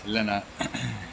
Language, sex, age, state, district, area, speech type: Tamil, male, 60+, Tamil Nadu, Tiruvarur, rural, spontaneous